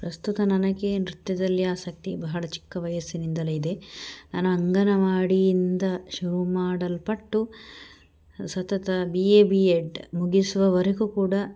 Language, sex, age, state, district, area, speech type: Kannada, female, 30-45, Karnataka, Udupi, rural, spontaneous